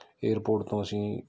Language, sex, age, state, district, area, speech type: Punjabi, male, 30-45, Punjab, Mohali, urban, spontaneous